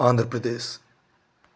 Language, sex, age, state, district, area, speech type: Hindi, male, 30-45, Rajasthan, Bharatpur, rural, spontaneous